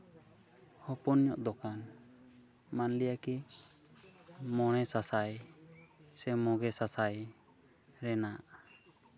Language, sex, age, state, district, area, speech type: Santali, male, 30-45, Jharkhand, East Singhbhum, rural, spontaneous